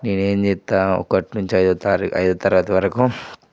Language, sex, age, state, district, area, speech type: Telugu, male, 18-30, Telangana, Nirmal, rural, spontaneous